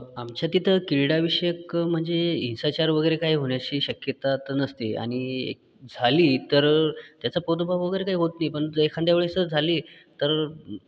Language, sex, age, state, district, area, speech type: Marathi, male, 45-60, Maharashtra, Buldhana, rural, spontaneous